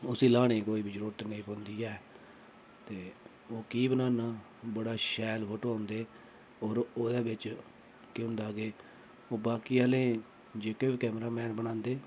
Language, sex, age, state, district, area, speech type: Dogri, male, 30-45, Jammu and Kashmir, Udhampur, rural, spontaneous